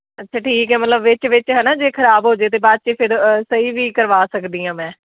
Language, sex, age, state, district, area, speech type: Punjabi, female, 18-30, Punjab, Fazilka, rural, conversation